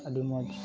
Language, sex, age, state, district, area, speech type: Santali, male, 18-30, West Bengal, Paschim Bardhaman, rural, spontaneous